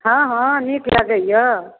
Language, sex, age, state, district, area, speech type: Maithili, female, 45-60, Bihar, Darbhanga, urban, conversation